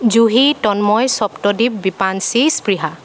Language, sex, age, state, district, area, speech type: Assamese, female, 18-30, Assam, Nagaon, rural, spontaneous